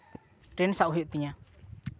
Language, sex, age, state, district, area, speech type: Santali, male, 18-30, West Bengal, Purba Bardhaman, rural, spontaneous